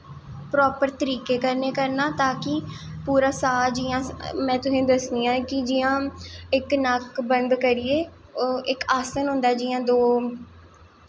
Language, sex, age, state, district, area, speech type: Dogri, female, 18-30, Jammu and Kashmir, Jammu, urban, spontaneous